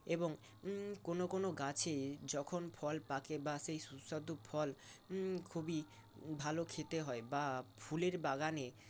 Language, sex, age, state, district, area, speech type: Bengali, male, 18-30, West Bengal, Purba Medinipur, rural, spontaneous